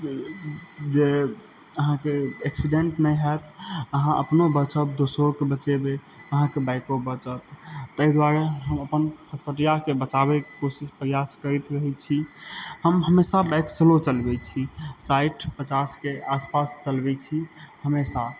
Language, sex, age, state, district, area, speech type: Maithili, male, 30-45, Bihar, Madhubani, rural, spontaneous